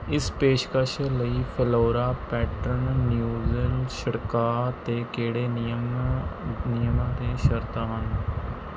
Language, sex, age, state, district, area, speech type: Punjabi, male, 18-30, Punjab, Mohali, rural, read